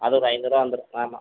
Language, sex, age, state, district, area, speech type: Tamil, male, 60+, Tamil Nadu, Pudukkottai, rural, conversation